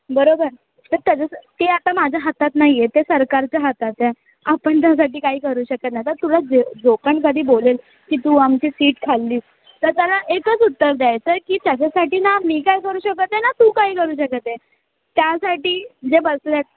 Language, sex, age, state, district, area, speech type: Marathi, female, 18-30, Maharashtra, Mumbai Suburban, urban, conversation